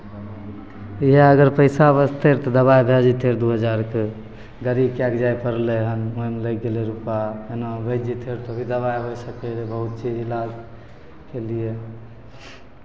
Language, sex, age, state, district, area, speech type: Maithili, male, 18-30, Bihar, Begusarai, rural, spontaneous